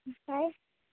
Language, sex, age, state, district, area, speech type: Bodo, female, 18-30, Assam, Kokrajhar, rural, conversation